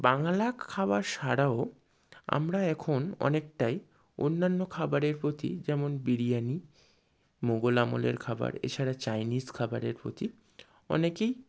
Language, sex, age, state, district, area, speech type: Bengali, male, 30-45, West Bengal, Howrah, urban, spontaneous